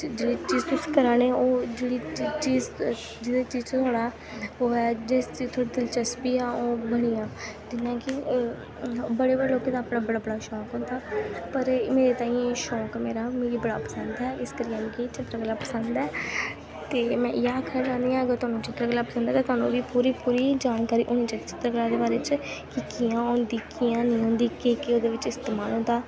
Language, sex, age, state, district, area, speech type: Dogri, female, 18-30, Jammu and Kashmir, Kathua, rural, spontaneous